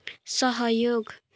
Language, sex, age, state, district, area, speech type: Nepali, female, 18-30, West Bengal, Kalimpong, rural, read